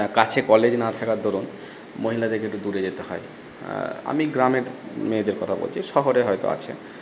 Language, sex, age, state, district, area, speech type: Bengali, male, 45-60, West Bengal, Purba Bardhaman, rural, spontaneous